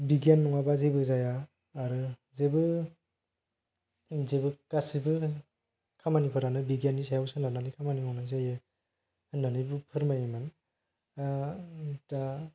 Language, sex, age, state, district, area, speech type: Bodo, male, 18-30, Assam, Kokrajhar, rural, spontaneous